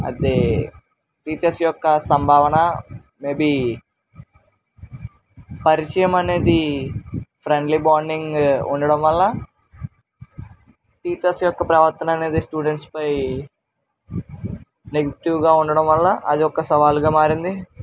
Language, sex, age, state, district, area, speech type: Telugu, male, 18-30, Andhra Pradesh, Eluru, urban, spontaneous